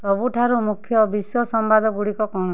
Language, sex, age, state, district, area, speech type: Odia, female, 30-45, Odisha, Kalahandi, rural, read